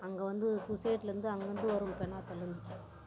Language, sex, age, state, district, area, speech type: Tamil, female, 60+, Tamil Nadu, Tiruvannamalai, rural, spontaneous